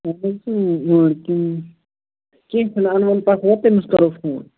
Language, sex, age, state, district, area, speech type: Kashmiri, male, 30-45, Jammu and Kashmir, Budgam, rural, conversation